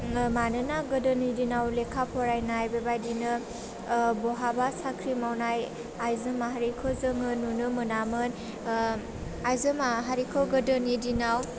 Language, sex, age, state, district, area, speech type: Bodo, female, 18-30, Assam, Chirang, urban, spontaneous